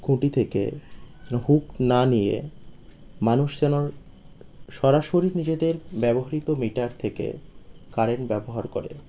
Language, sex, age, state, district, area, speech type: Bengali, male, 30-45, West Bengal, Birbhum, urban, spontaneous